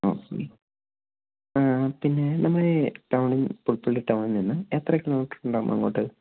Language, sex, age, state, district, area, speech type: Malayalam, male, 18-30, Kerala, Wayanad, rural, conversation